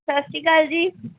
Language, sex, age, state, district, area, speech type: Punjabi, female, 18-30, Punjab, Barnala, rural, conversation